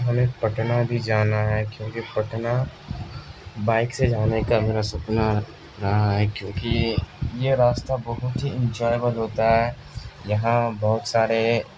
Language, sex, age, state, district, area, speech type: Urdu, male, 18-30, Bihar, Supaul, rural, spontaneous